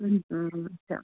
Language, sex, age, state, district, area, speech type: Hindi, female, 30-45, Madhya Pradesh, Ujjain, urban, conversation